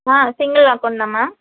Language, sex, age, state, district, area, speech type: Tamil, female, 30-45, Tamil Nadu, Kanyakumari, urban, conversation